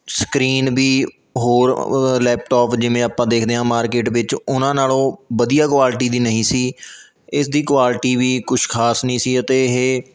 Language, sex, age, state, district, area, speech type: Punjabi, male, 18-30, Punjab, Mohali, rural, spontaneous